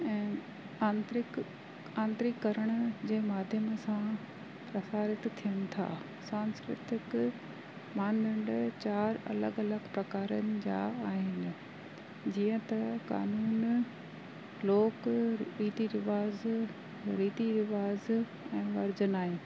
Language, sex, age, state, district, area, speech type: Sindhi, female, 45-60, Rajasthan, Ajmer, urban, spontaneous